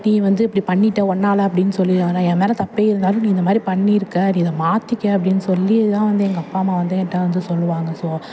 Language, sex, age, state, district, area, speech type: Tamil, female, 30-45, Tamil Nadu, Thanjavur, urban, spontaneous